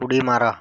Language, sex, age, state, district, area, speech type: Marathi, male, 30-45, Maharashtra, Thane, urban, read